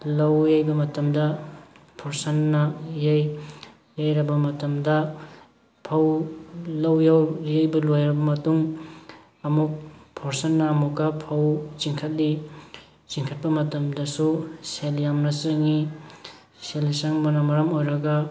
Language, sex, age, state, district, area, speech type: Manipuri, male, 30-45, Manipur, Thoubal, rural, spontaneous